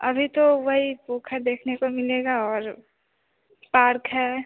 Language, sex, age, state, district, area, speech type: Hindi, female, 18-30, Bihar, Begusarai, rural, conversation